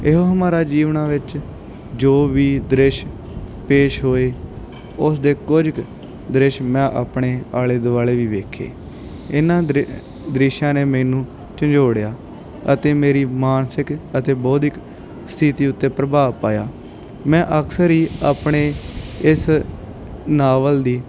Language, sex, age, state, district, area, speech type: Punjabi, male, 18-30, Punjab, Bathinda, rural, spontaneous